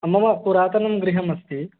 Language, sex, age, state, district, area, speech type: Sanskrit, male, 18-30, Bihar, East Champaran, urban, conversation